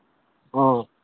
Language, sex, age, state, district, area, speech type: Assamese, male, 60+, Assam, Dhemaji, rural, conversation